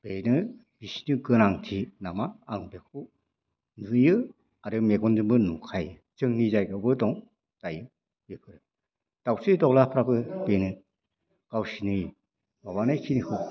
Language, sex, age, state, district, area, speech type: Bodo, male, 60+, Assam, Udalguri, rural, spontaneous